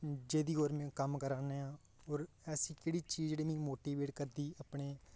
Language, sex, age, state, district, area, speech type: Dogri, male, 18-30, Jammu and Kashmir, Reasi, rural, spontaneous